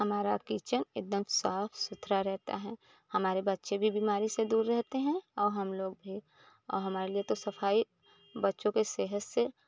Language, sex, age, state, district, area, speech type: Hindi, female, 30-45, Uttar Pradesh, Prayagraj, rural, spontaneous